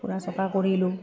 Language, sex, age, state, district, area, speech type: Assamese, female, 45-60, Assam, Udalguri, rural, spontaneous